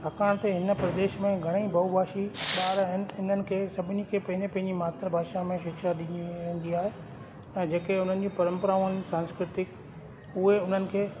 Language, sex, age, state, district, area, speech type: Sindhi, male, 45-60, Rajasthan, Ajmer, urban, spontaneous